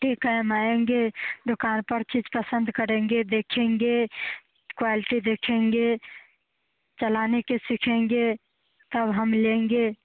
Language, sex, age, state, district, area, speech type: Hindi, female, 18-30, Bihar, Muzaffarpur, rural, conversation